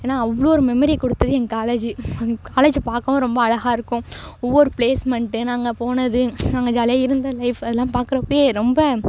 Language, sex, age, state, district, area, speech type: Tamil, female, 18-30, Tamil Nadu, Thanjavur, urban, spontaneous